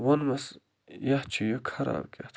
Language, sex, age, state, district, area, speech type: Kashmiri, male, 30-45, Jammu and Kashmir, Baramulla, rural, spontaneous